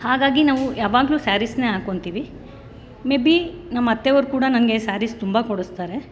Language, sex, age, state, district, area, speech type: Kannada, male, 30-45, Karnataka, Bangalore Rural, rural, spontaneous